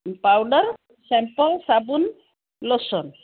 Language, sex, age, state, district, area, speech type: Odia, female, 60+, Odisha, Gajapati, rural, conversation